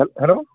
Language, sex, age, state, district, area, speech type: Assamese, male, 30-45, Assam, Dibrugarh, rural, conversation